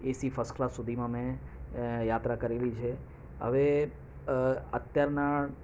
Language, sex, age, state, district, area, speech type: Gujarati, male, 45-60, Gujarat, Ahmedabad, urban, spontaneous